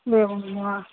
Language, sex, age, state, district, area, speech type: Sanskrit, female, 60+, Karnataka, Dakshina Kannada, urban, conversation